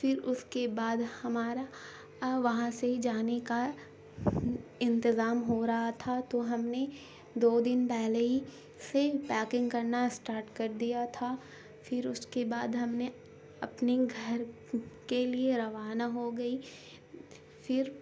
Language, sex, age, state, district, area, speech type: Urdu, female, 18-30, Bihar, Gaya, urban, spontaneous